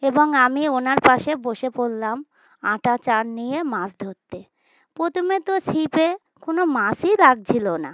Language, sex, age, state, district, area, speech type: Bengali, female, 30-45, West Bengal, Dakshin Dinajpur, urban, spontaneous